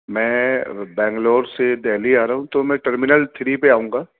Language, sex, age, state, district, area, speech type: Urdu, male, 30-45, Delhi, Central Delhi, urban, conversation